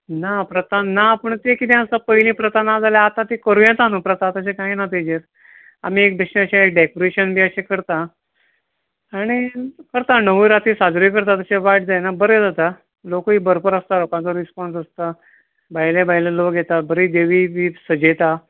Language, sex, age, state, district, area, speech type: Goan Konkani, male, 45-60, Goa, Ponda, rural, conversation